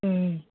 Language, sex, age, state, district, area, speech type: Kannada, female, 60+, Karnataka, Mandya, rural, conversation